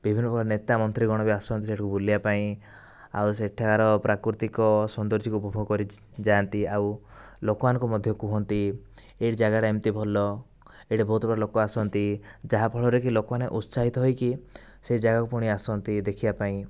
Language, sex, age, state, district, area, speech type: Odia, male, 18-30, Odisha, Kandhamal, rural, spontaneous